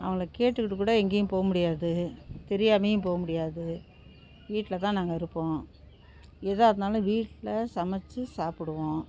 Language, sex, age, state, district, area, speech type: Tamil, female, 60+, Tamil Nadu, Thanjavur, rural, spontaneous